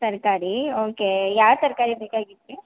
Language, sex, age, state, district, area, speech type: Kannada, female, 18-30, Karnataka, Belgaum, rural, conversation